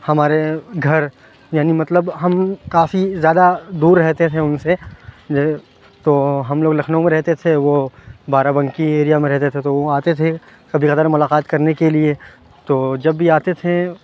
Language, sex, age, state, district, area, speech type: Urdu, male, 18-30, Uttar Pradesh, Lucknow, urban, spontaneous